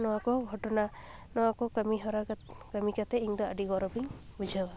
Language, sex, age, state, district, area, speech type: Santali, female, 30-45, West Bengal, Purulia, rural, spontaneous